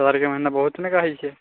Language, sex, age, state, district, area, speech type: Maithili, male, 18-30, Bihar, Muzaffarpur, rural, conversation